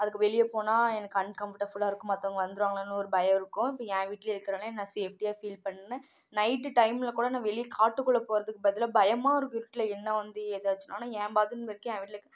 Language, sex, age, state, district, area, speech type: Tamil, female, 18-30, Tamil Nadu, Namakkal, rural, spontaneous